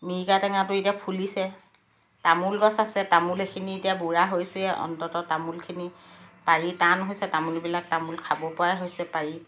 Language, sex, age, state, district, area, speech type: Assamese, female, 60+, Assam, Lakhimpur, urban, spontaneous